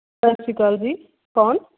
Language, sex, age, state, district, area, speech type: Punjabi, female, 45-60, Punjab, Shaheed Bhagat Singh Nagar, urban, conversation